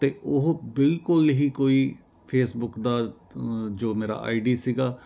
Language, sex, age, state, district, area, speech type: Punjabi, male, 45-60, Punjab, Jalandhar, urban, spontaneous